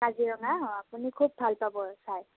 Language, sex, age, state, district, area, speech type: Assamese, female, 45-60, Assam, Morigaon, urban, conversation